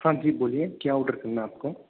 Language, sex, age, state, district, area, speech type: Hindi, male, 45-60, Madhya Pradesh, Bhopal, urban, conversation